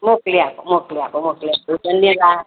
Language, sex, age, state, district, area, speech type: Gujarati, female, 45-60, Gujarat, Surat, urban, conversation